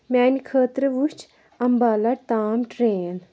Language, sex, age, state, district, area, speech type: Kashmiri, female, 30-45, Jammu and Kashmir, Kupwara, rural, read